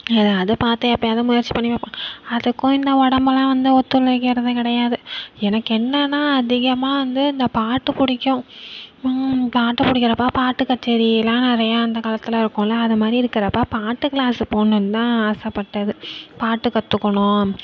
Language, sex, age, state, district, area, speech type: Tamil, female, 30-45, Tamil Nadu, Nagapattinam, rural, spontaneous